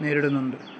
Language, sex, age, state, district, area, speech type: Malayalam, male, 18-30, Kerala, Kozhikode, rural, spontaneous